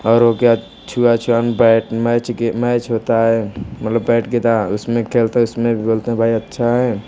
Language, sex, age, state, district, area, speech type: Hindi, male, 18-30, Uttar Pradesh, Mirzapur, rural, spontaneous